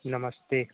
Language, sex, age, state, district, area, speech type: Hindi, male, 30-45, Uttar Pradesh, Mau, rural, conversation